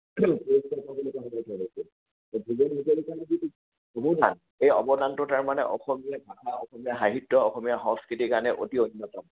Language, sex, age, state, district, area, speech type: Assamese, male, 60+, Assam, Kamrup Metropolitan, urban, conversation